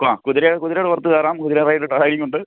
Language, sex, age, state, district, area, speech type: Malayalam, male, 30-45, Kerala, Pathanamthitta, rural, conversation